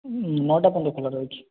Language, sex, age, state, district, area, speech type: Odia, male, 18-30, Odisha, Jajpur, rural, conversation